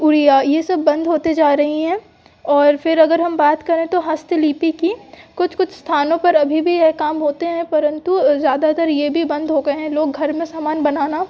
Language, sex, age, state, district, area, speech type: Hindi, female, 18-30, Madhya Pradesh, Jabalpur, urban, spontaneous